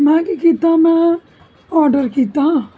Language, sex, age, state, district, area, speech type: Dogri, female, 30-45, Jammu and Kashmir, Jammu, urban, spontaneous